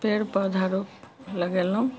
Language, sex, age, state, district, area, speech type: Maithili, female, 60+, Bihar, Sitamarhi, rural, spontaneous